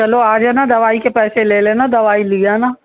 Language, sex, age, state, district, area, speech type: Urdu, female, 60+, Uttar Pradesh, Rampur, urban, conversation